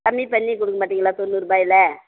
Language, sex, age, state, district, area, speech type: Tamil, female, 45-60, Tamil Nadu, Tiruvannamalai, urban, conversation